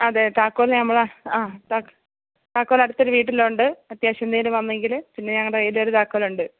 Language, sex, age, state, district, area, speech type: Malayalam, female, 30-45, Kerala, Kottayam, urban, conversation